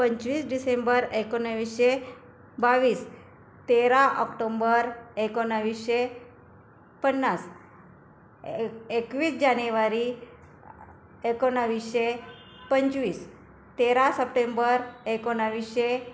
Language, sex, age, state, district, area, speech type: Marathi, female, 45-60, Maharashtra, Buldhana, rural, spontaneous